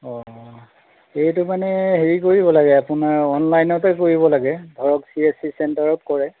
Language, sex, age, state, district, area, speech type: Assamese, male, 45-60, Assam, Golaghat, urban, conversation